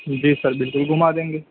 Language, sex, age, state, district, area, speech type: Urdu, male, 18-30, Delhi, East Delhi, urban, conversation